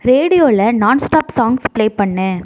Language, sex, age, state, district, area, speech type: Tamil, female, 18-30, Tamil Nadu, Tiruvarur, urban, read